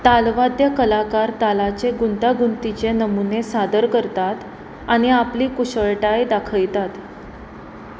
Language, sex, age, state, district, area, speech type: Goan Konkani, female, 30-45, Goa, Pernem, rural, read